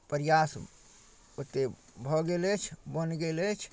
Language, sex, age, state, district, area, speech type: Maithili, male, 30-45, Bihar, Darbhanga, rural, spontaneous